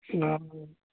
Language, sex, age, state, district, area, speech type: Assamese, male, 45-60, Assam, Golaghat, rural, conversation